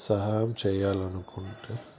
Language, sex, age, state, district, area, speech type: Telugu, male, 30-45, Andhra Pradesh, Krishna, urban, spontaneous